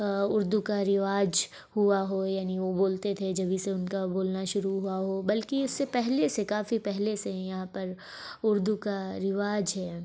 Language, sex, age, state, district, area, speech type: Urdu, female, 45-60, Uttar Pradesh, Lucknow, rural, spontaneous